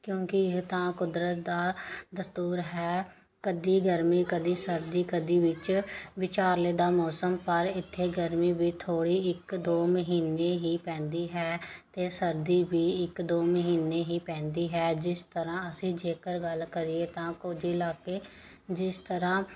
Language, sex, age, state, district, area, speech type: Punjabi, female, 30-45, Punjab, Pathankot, rural, spontaneous